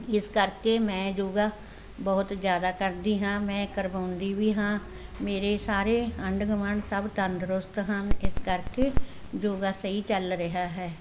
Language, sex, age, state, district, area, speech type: Punjabi, female, 60+, Punjab, Barnala, rural, spontaneous